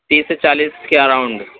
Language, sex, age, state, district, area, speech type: Urdu, male, 30-45, Uttar Pradesh, Gautam Buddha Nagar, rural, conversation